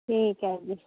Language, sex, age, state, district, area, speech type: Punjabi, female, 30-45, Punjab, Muktsar, urban, conversation